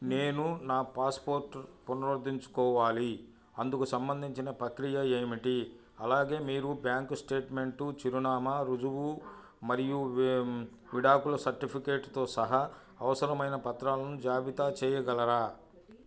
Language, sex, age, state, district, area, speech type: Telugu, male, 45-60, Andhra Pradesh, Bapatla, urban, read